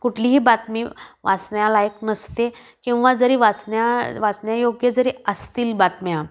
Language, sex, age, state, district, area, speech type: Marathi, female, 30-45, Maharashtra, Kolhapur, urban, spontaneous